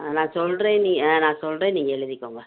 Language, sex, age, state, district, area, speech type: Tamil, female, 45-60, Tamil Nadu, Madurai, urban, conversation